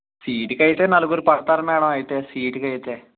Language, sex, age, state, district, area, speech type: Telugu, male, 18-30, Andhra Pradesh, Guntur, urban, conversation